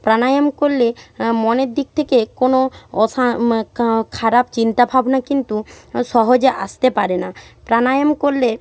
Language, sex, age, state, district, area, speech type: Bengali, female, 18-30, West Bengal, Jhargram, rural, spontaneous